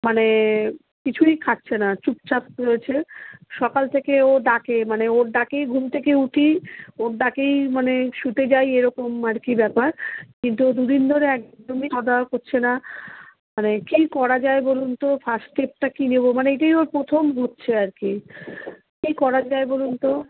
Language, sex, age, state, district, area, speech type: Bengali, female, 45-60, West Bengal, Darjeeling, rural, conversation